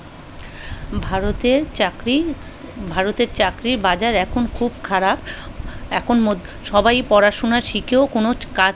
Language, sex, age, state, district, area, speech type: Bengali, female, 45-60, West Bengal, South 24 Parganas, rural, spontaneous